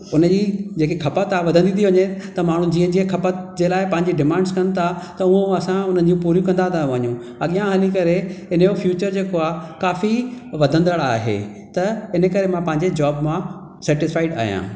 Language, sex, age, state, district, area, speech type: Sindhi, male, 45-60, Maharashtra, Thane, urban, spontaneous